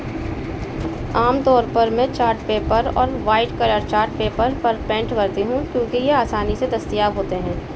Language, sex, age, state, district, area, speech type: Urdu, female, 30-45, Uttar Pradesh, Balrampur, urban, spontaneous